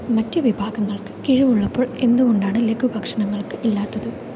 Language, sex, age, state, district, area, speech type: Malayalam, female, 18-30, Kerala, Kozhikode, rural, read